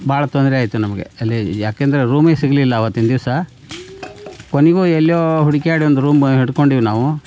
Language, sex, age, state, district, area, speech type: Kannada, male, 60+, Karnataka, Koppal, rural, spontaneous